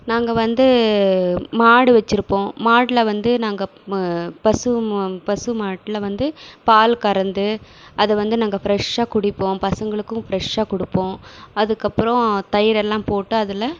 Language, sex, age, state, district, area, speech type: Tamil, female, 30-45, Tamil Nadu, Krishnagiri, rural, spontaneous